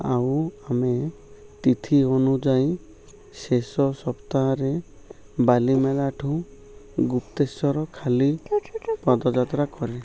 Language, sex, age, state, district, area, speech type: Odia, male, 30-45, Odisha, Malkangiri, urban, spontaneous